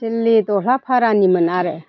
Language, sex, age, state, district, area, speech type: Bodo, female, 45-60, Assam, Chirang, rural, spontaneous